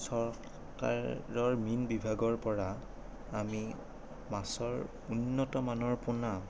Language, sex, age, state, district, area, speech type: Assamese, male, 18-30, Assam, Morigaon, rural, spontaneous